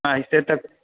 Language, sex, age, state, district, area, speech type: Maithili, male, 18-30, Bihar, Purnia, rural, conversation